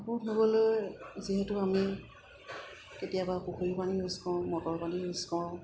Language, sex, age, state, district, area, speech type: Assamese, female, 30-45, Assam, Golaghat, urban, spontaneous